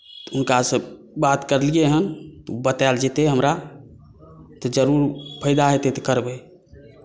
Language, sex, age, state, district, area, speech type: Maithili, male, 30-45, Bihar, Saharsa, rural, spontaneous